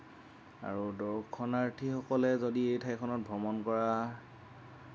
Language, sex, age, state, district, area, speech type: Assamese, male, 18-30, Assam, Lakhimpur, rural, spontaneous